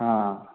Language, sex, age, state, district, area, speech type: Marathi, male, 30-45, Maharashtra, Nashik, urban, conversation